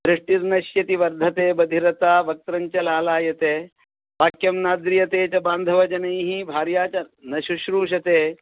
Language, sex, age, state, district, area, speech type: Sanskrit, male, 45-60, Karnataka, Shimoga, rural, conversation